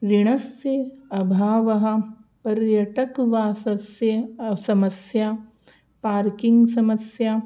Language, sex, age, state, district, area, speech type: Sanskrit, other, 30-45, Rajasthan, Jaipur, urban, spontaneous